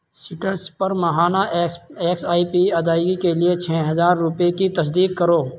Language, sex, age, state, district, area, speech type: Urdu, male, 18-30, Uttar Pradesh, Saharanpur, urban, read